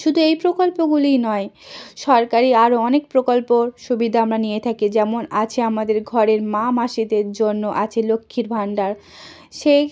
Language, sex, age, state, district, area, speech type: Bengali, female, 30-45, West Bengal, South 24 Parganas, rural, spontaneous